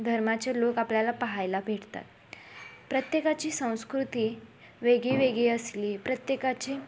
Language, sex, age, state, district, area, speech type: Marathi, female, 18-30, Maharashtra, Kolhapur, urban, spontaneous